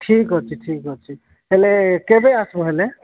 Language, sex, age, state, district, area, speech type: Odia, male, 45-60, Odisha, Nabarangpur, rural, conversation